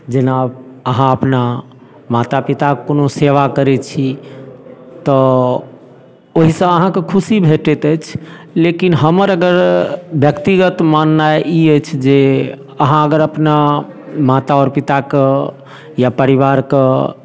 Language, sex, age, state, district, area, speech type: Maithili, male, 30-45, Bihar, Darbhanga, rural, spontaneous